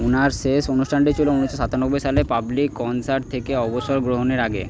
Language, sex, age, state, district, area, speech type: Bengali, male, 30-45, West Bengal, Purba Bardhaman, rural, read